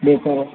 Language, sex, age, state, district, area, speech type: Urdu, male, 60+, Uttar Pradesh, Rampur, urban, conversation